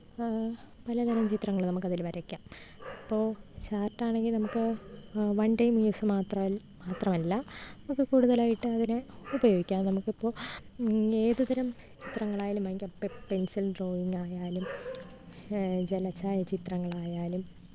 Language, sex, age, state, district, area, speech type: Malayalam, female, 18-30, Kerala, Thiruvananthapuram, rural, spontaneous